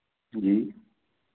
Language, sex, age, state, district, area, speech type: Hindi, male, 30-45, Madhya Pradesh, Hoshangabad, rural, conversation